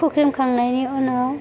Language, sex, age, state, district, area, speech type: Bodo, female, 18-30, Assam, Chirang, rural, spontaneous